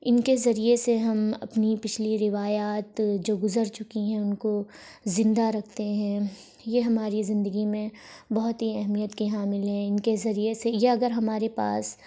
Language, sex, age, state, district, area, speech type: Urdu, female, 30-45, Uttar Pradesh, Lucknow, urban, spontaneous